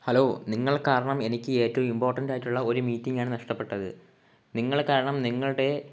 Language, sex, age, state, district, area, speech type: Malayalam, male, 18-30, Kerala, Kollam, rural, spontaneous